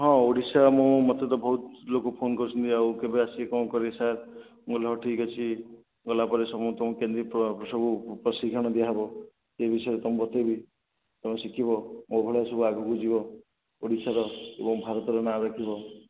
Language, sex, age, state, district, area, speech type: Odia, male, 45-60, Odisha, Nayagarh, rural, conversation